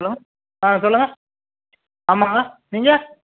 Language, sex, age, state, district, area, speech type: Tamil, male, 30-45, Tamil Nadu, Dharmapuri, urban, conversation